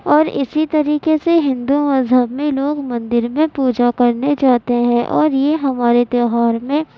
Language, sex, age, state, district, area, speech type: Urdu, female, 18-30, Uttar Pradesh, Gautam Buddha Nagar, rural, spontaneous